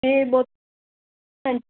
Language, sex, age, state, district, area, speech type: Punjabi, female, 18-30, Punjab, Shaheed Bhagat Singh Nagar, urban, conversation